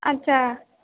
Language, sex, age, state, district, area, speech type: Maithili, female, 30-45, Bihar, Purnia, rural, conversation